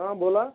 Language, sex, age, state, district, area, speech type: Marathi, male, 45-60, Maharashtra, Amravati, urban, conversation